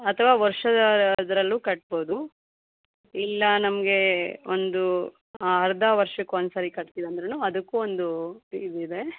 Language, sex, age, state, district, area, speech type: Kannada, female, 30-45, Karnataka, Chikkaballapur, urban, conversation